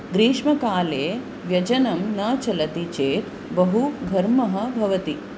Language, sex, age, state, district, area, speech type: Sanskrit, female, 45-60, Maharashtra, Pune, urban, spontaneous